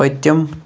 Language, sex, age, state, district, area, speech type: Kashmiri, male, 30-45, Jammu and Kashmir, Shopian, rural, read